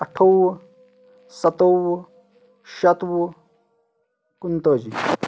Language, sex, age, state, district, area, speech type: Kashmiri, male, 18-30, Jammu and Kashmir, Shopian, urban, spontaneous